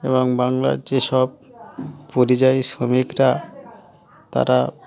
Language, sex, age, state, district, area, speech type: Bengali, male, 30-45, West Bengal, Dakshin Dinajpur, urban, spontaneous